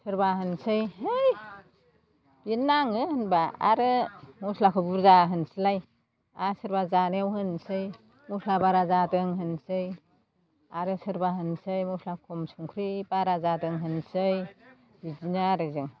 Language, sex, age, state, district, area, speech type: Bodo, female, 60+, Assam, Chirang, rural, spontaneous